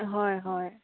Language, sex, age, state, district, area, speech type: Assamese, female, 18-30, Assam, Dibrugarh, rural, conversation